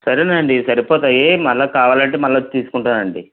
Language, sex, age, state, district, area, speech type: Telugu, male, 45-60, Andhra Pradesh, Eluru, urban, conversation